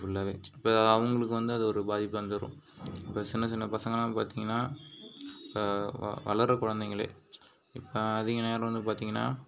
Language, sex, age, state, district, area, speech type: Tamil, male, 45-60, Tamil Nadu, Mayiladuthurai, rural, spontaneous